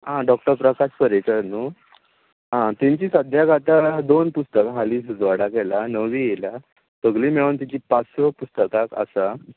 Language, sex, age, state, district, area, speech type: Goan Konkani, male, 45-60, Goa, Tiswadi, rural, conversation